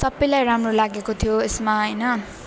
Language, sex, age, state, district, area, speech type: Nepali, female, 18-30, West Bengal, Alipurduar, urban, spontaneous